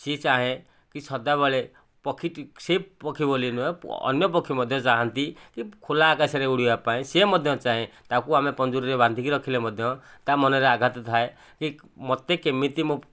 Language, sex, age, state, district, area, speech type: Odia, male, 30-45, Odisha, Nayagarh, rural, spontaneous